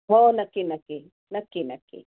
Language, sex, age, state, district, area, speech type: Marathi, female, 45-60, Maharashtra, Osmanabad, rural, conversation